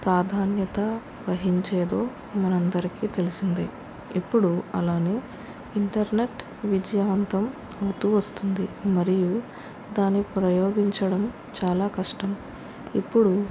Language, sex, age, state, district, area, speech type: Telugu, female, 45-60, Andhra Pradesh, West Godavari, rural, spontaneous